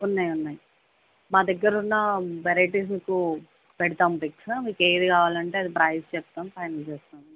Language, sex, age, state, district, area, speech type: Telugu, female, 18-30, Telangana, Jayashankar, urban, conversation